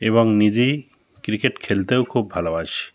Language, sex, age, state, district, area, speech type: Bengali, male, 45-60, West Bengal, Bankura, urban, spontaneous